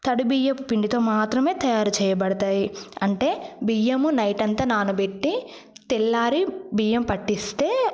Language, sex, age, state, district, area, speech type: Telugu, female, 18-30, Telangana, Yadadri Bhuvanagiri, rural, spontaneous